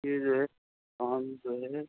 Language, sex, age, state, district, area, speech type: Urdu, male, 45-60, Delhi, South Delhi, urban, conversation